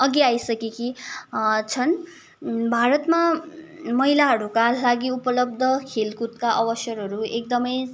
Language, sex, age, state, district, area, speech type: Nepali, female, 18-30, West Bengal, Kalimpong, rural, spontaneous